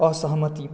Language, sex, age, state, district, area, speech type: Maithili, male, 30-45, Bihar, Madhubani, urban, read